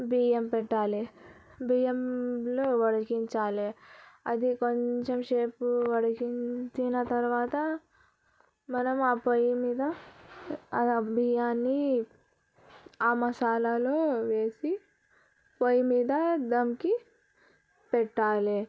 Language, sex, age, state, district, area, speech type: Telugu, female, 18-30, Telangana, Vikarabad, urban, spontaneous